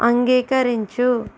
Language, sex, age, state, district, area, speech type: Telugu, female, 18-30, Andhra Pradesh, East Godavari, rural, read